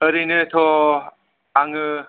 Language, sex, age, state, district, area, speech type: Bodo, male, 18-30, Assam, Chirang, rural, conversation